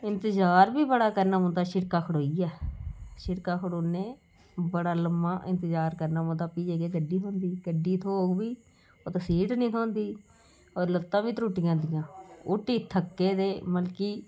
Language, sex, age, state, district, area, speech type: Dogri, female, 60+, Jammu and Kashmir, Udhampur, rural, spontaneous